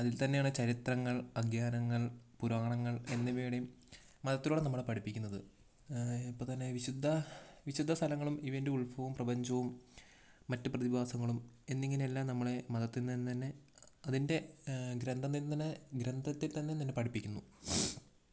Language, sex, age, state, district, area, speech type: Malayalam, male, 18-30, Kerala, Idukki, rural, spontaneous